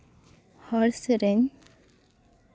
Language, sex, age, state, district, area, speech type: Santali, female, 18-30, West Bengal, Purba Bardhaman, rural, spontaneous